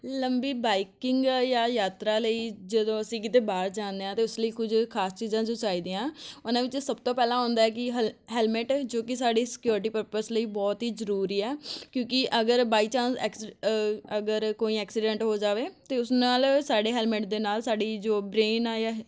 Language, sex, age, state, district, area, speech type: Punjabi, female, 18-30, Punjab, Amritsar, urban, spontaneous